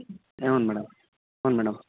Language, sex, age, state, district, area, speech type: Kannada, male, 18-30, Karnataka, Chitradurga, rural, conversation